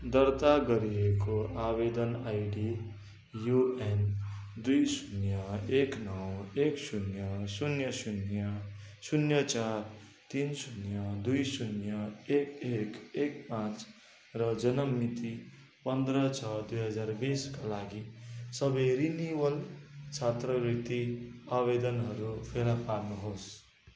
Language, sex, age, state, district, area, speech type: Nepali, male, 30-45, West Bengal, Darjeeling, rural, read